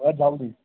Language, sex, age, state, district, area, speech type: Kashmiri, male, 18-30, Jammu and Kashmir, Pulwama, urban, conversation